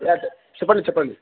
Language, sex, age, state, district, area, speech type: Telugu, male, 18-30, Telangana, Jangaon, rural, conversation